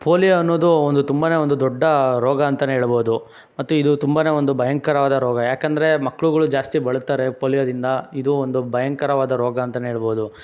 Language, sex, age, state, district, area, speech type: Kannada, male, 60+, Karnataka, Chikkaballapur, rural, spontaneous